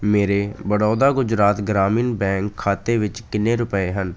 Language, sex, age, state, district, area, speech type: Punjabi, male, 18-30, Punjab, Ludhiana, rural, read